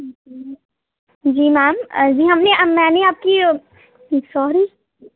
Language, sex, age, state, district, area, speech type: Dogri, female, 30-45, Jammu and Kashmir, Udhampur, urban, conversation